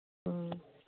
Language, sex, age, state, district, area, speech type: Manipuri, female, 30-45, Manipur, Imphal East, rural, conversation